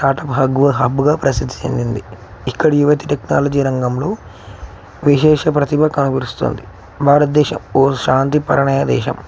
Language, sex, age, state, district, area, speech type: Telugu, male, 18-30, Telangana, Nagarkurnool, urban, spontaneous